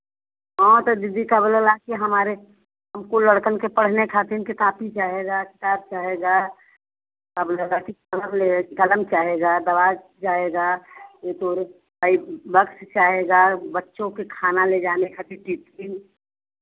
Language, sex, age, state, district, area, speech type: Hindi, female, 60+, Uttar Pradesh, Chandauli, rural, conversation